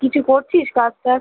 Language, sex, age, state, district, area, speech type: Bengali, female, 18-30, West Bengal, Kolkata, urban, conversation